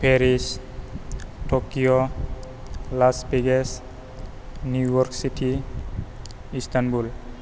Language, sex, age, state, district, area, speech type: Bodo, male, 18-30, Assam, Chirang, rural, spontaneous